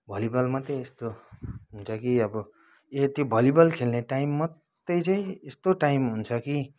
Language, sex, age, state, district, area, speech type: Nepali, male, 30-45, West Bengal, Kalimpong, rural, spontaneous